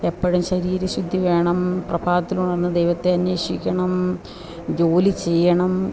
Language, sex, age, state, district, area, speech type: Malayalam, female, 45-60, Kerala, Kottayam, rural, spontaneous